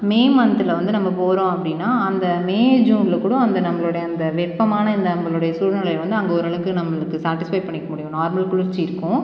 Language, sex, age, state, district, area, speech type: Tamil, female, 30-45, Tamil Nadu, Cuddalore, rural, spontaneous